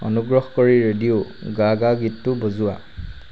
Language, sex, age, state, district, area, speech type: Assamese, male, 45-60, Assam, Charaideo, rural, read